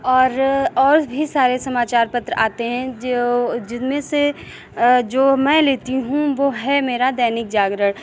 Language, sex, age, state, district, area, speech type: Hindi, female, 30-45, Uttar Pradesh, Lucknow, rural, spontaneous